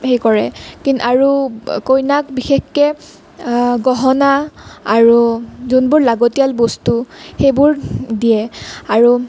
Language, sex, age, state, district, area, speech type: Assamese, female, 18-30, Assam, Nalbari, rural, spontaneous